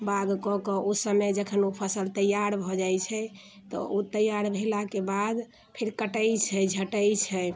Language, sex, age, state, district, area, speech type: Maithili, female, 30-45, Bihar, Muzaffarpur, urban, spontaneous